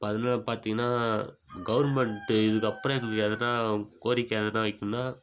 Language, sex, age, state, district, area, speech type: Tamil, male, 18-30, Tamil Nadu, Viluppuram, rural, spontaneous